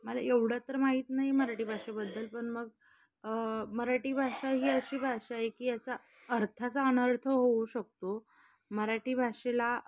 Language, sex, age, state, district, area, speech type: Marathi, female, 18-30, Maharashtra, Nashik, urban, spontaneous